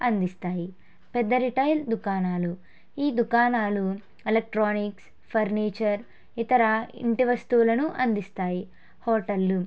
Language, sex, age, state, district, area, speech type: Telugu, female, 18-30, Andhra Pradesh, Konaseema, rural, spontaneous